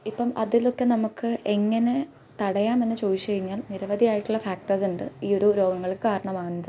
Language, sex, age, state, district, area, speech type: Malayalam, female, 18-30, Kerala, Idukki, rural, spontaneous